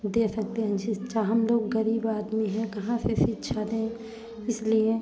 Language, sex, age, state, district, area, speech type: Hindi, female, 30-45, Uttar Pradesh, Prayagraj, urban, spontaneous